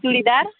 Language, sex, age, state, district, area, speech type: Bengali, female, 30-45, West Bengal, Birbhum, urban, conversation